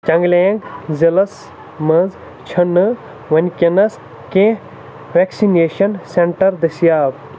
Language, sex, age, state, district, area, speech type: Kashmiri, male, 45-60, Jammu and Kashmir, Baramulla, rural, read